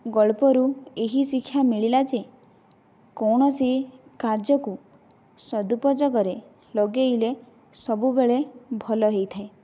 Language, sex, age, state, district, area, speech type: Odia, female, 18-30, Odisha, Kandhamal, rural, spontaneous